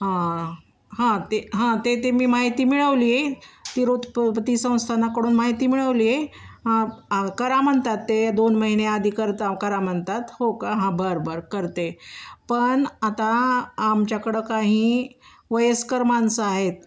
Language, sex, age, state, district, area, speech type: Marathi, female, 45-60, Maharashtra, Osmanabad, rural, spontaneous